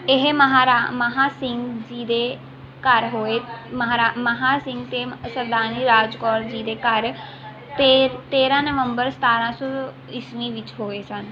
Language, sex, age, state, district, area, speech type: Punjabi, female, 18-30, Punjab, Rupnagar, rural, spontaneous